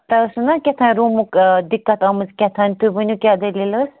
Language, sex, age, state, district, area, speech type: Kashmiri, female, 18-30, Jammu and Kashmir, Anantnag, rural, conversation